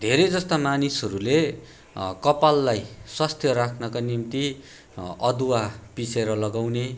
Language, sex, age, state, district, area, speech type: Nepali, male, 30-45, West Bengal, Darjeeling, rural, spontaneous